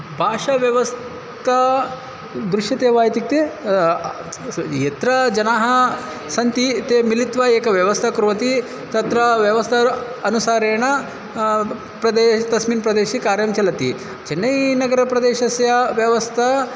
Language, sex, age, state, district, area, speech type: Sanskrit, male, 30-45, Karnataka, Bangalore Urban, urban, spontaneous